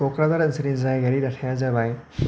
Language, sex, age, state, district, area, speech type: Bodo, male, 18-30, Assam, Kokrajhar, rural, spontaneous